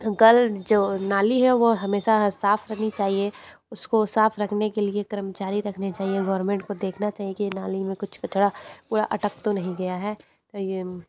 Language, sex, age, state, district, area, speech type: Hindi, female, 18-30, Uttar Pradesh, Sonbhadra, rural, spontaneous